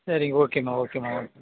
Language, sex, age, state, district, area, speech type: Tamil, male, 30-45, Tamil Nadu, Kanyakumari, urban, conversation